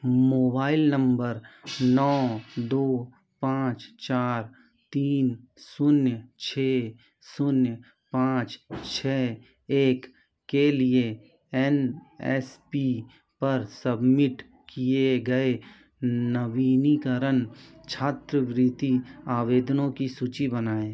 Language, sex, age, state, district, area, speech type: Hindi, male, 30-45, Madhya Pradesh, Betul, urban, read